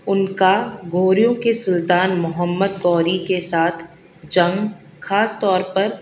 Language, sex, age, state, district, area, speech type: Urdu, female, 30-45, Delhi, South Delhi, urban, spontaneous